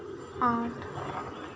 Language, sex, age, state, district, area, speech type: Hindi, female, 18-30, Madhya Pradesh, Chhindwara, urban, read